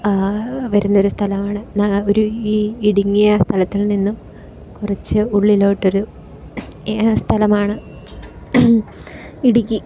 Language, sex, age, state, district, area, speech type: Malayalam, female, 18-30, Kerala, Ernakulam, rural, spontaneous